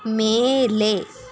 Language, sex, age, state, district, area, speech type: Kannada, female, 30-45, Karnataka, Tumkur, rural, read